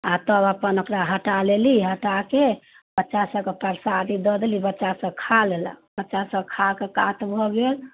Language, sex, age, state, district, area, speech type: Maithili, female, 45-60, Bihar, Samastipur, rural, conversation